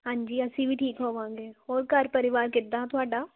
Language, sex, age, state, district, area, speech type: Punjabi, female, 18-30, Punjab, Pathankot, urban, conversation